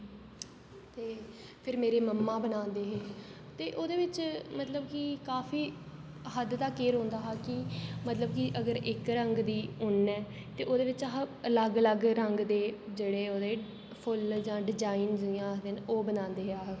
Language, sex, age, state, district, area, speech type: Dogri, female, 18-30, Jammu and Kashmir, Jammu, urban, spontaneous